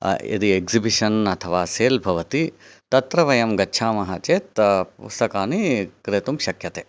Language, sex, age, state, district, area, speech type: Sanskrit, male, 30-45, Karnataka, Chikkaballapur, urban, spontaneous